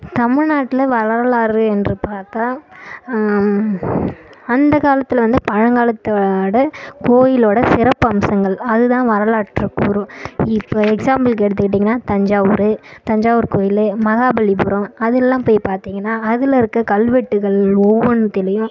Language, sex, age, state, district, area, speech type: Tamil, female, 18-30, Tamil Nadu, Kallakurichi, rural, spontaneous